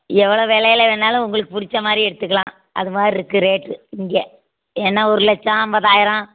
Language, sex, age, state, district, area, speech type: Tamil, female, 60+, Tamil Nadu, Tiruppur, rural, conversation